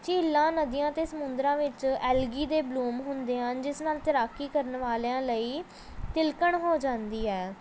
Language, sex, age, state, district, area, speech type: Punjabi, female, 18-30, Punjab, Pathankot, urban, spontaneous